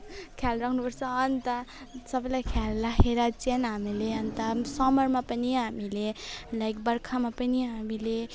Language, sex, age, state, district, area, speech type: Nepali, female, 30-45, West Bengal, Alipurduar, urban, spontaneous